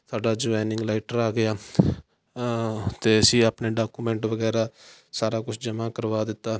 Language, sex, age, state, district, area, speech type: Punjabi, male, 18-30, Punjab, Fatehgarh Sahib, rural, spontaneous